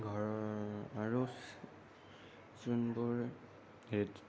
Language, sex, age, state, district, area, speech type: Assamese, male, 18-30, Assam, Sonitpur, urban, spontaneous